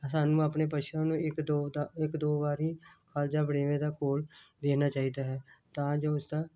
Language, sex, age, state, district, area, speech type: Punjabi, female, 60+, Punjab, Hoshiarpur, rural, spontaneous